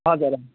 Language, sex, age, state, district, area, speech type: Nepali, male, 18-30, West Bengal, Jalpaiguri, rural, conversation